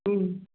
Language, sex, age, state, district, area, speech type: Tamil, female, 30-45, Tamil Nadu, Salem, urban, conversation